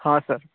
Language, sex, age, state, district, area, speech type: Odia, male, 45-60, Odisha, Nuapada, urban, conversation